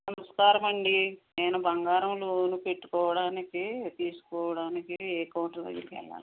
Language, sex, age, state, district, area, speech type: Telugu, female, 60+, Andhra Pradesh, West Godavari, rural, conversation